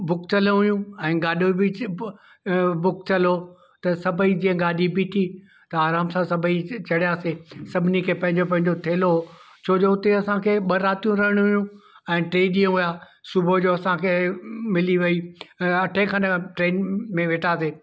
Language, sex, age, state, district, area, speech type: Sindhi, male, 60+, Madhya Pradesh, Indore, urban, spontaneous